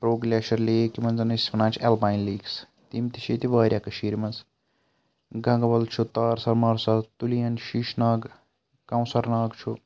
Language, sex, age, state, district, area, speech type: Kashmiri, male, 18-30, Jammu and Kashmir, Srinagar, urban, spontaneous